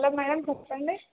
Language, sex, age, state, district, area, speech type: Telugu, female, 18-30, Telangana, Hyderabad, urban, conversation